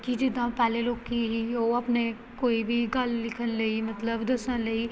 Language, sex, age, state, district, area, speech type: Punjabi, female, 18-30, Punjab, Gurdaspur, rural, spontaneous